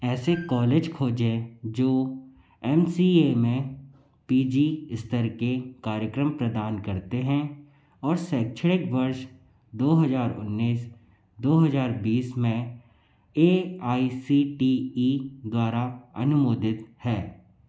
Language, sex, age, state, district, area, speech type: Hindi, male, 45-60, Madhya Pradesh, Bhopal, urban, read